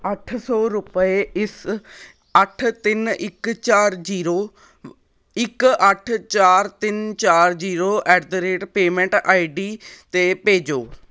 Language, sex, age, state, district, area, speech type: Punjabi, male, 18-30, Punjab, Patiala, urban, read